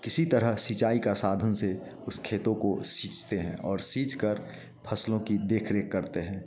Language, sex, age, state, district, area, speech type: Hindi, male, 45-60, Bihar, Muzaffarpur, urban, spontaneous